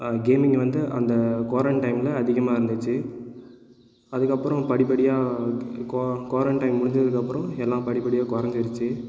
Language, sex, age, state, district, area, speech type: Tamil, male, 18-30, Tamil Nadu, Tiruchirappalli, urban, spontaneous